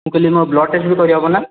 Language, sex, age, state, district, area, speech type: Odia, male, 30-45, Odisha, Puri, urban, conversation